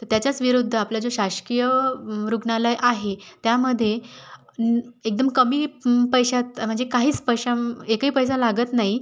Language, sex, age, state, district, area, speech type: Marathi, female, 18-30, Maharashtra, Wardha, urban, spontaneous